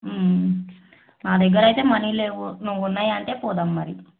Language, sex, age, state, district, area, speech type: Telugu, female, 18-30, Telangana, Vikarabad, urban, conversation